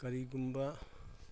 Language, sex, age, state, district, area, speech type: Manipuri, male, 60+, Manipur, Imphal East, urban, spontaneous